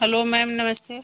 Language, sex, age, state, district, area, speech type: Hindi, female, 30-45, Uttar Pradesh, Azamgarh, rural, conversation